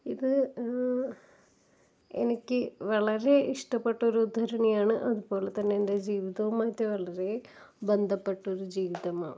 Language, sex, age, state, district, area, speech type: Malayalam, female, 30-45, Kerala, Ernakulam, rural, spontaneous